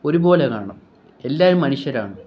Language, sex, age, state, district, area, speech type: Malayalam, male, 18-30, Kerala, Kollam, rural, spontaneous